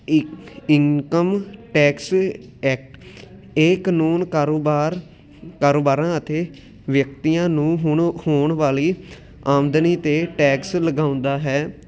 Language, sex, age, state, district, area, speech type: Punjabi, male, 18-30, Punjab, Ludhiana, urban, spontaneous